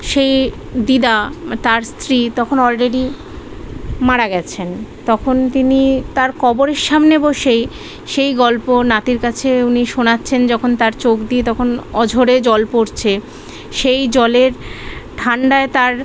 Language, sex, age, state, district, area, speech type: Bengali, female, 30-45, West Bengal, Kolkata, urban, spontaneous